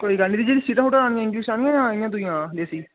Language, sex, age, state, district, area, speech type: Dogri, male, 18-30, Jammu and Kashmir, Reasi, rural, conversation